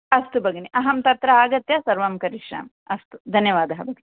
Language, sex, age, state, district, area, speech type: Sanskrit, female, 45-60, Andhra Pradesh, Kurnool, urban, conversation